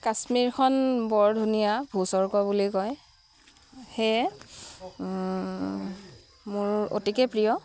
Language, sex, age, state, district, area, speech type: Assamese, female, 30-45, Assam, Udalguri, rural, spontaneous